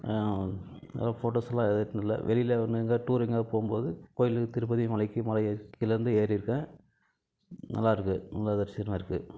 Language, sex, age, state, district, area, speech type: Tamil, male, 30-45, Tamil Nadu, Krishnagiri, rural, spontaneous